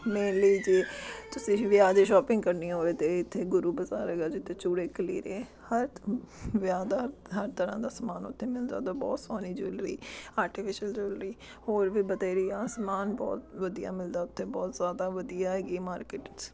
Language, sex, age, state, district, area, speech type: Punjabi, female, 30-45, Punjab, Amritsar, urban, spontaneous